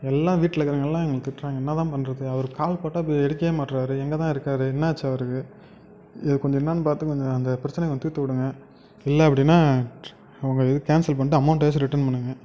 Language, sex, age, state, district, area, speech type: Tamil, male, 18-30, Tamil Nadu, Tiruvannamalai, urban, spontaneous